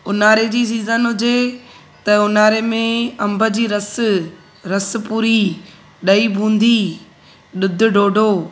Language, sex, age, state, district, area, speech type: Sindhi, female, 18-30, Gujarat, Surat, urban, spontaneous